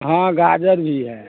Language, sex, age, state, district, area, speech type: Hindi, male, 60+, Bihar, Darbhanga, urban, conversation